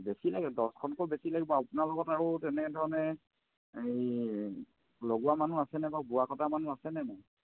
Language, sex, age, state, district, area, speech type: Assamese, male, 60+, Assam, Sivasagar, rural, conversation